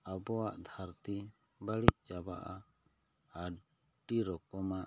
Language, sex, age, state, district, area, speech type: Santali, male, 30-45, West Bengal, Bankura, rural, spontaneous